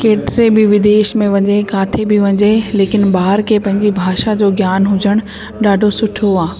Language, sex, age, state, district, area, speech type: Sindhi, female, 30-45, Delhi, South Delhi, urban, spontaneous